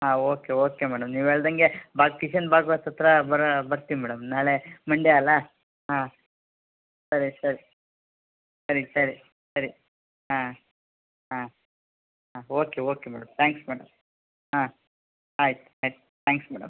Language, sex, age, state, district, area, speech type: Kannada, male, 60+, Karnataka, Shimoga, rural, conversation